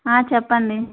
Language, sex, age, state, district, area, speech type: Telugu, female, 30-45, Andhra Pradesh, Vizianagaram, rural, conversation